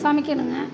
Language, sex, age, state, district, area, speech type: Tamil, female, 60+, Tamil Nadu, Perambalur, rural, spontaneous